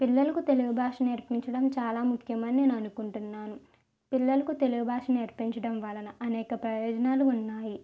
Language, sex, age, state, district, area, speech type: Telugu, female, 18-30, Andhra Pradesh, East Godavari, rural, spontaneous